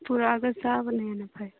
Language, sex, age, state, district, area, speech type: Manipuri, female, 18-30, Manipur, Churachandpur, urban, conversation